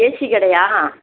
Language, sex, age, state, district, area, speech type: Tamil, female, 60+, Tamil Nadu, Virudhunagar, rural, conversation